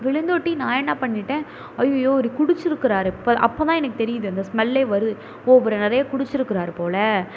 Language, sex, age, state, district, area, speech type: Tamil, female, 30-45, Tamil Nadu, Mayiladuthurai, urban, spontaneous